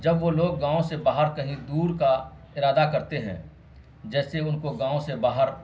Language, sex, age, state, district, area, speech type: Urdu, male, 45-60, Bihar, Araria, rural, spontaneous